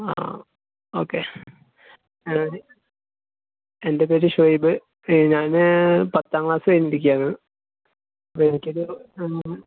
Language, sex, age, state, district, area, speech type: Malayalam, male, 18-30, Kerala, Thrissur, rural, conversation